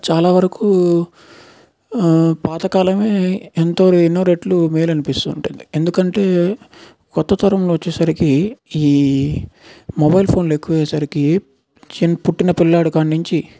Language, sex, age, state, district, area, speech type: Telugu, male, 18-30, Andhra Pradesh, Nellore, urban, spontaneous